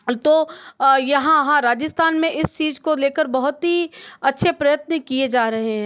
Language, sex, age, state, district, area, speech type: Hindi, female, 18-30, Rajasthan, Jodhpur, urban, spontaneous